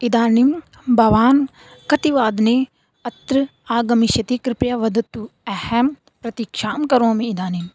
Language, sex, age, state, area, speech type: Sanskrit, female, 18-30, Rajasthan, rural, spontaneous